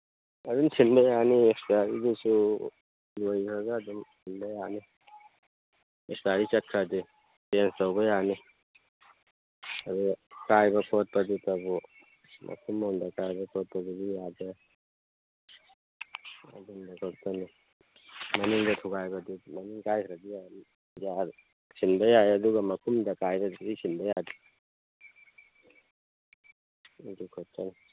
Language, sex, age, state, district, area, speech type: Manipuri, male, 30-45, Manipur, Thoubal, rural, conversation